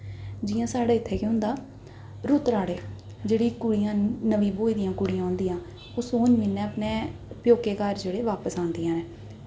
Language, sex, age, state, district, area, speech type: Dogri, female, 18-30, Jammu and Kashmir, Jammu, urban, spontaneous